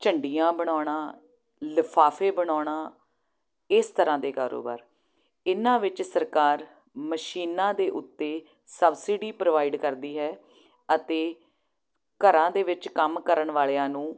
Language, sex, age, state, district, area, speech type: Punjabi, female, 30-45, Punjab, Jalandhar, urban, spontaneous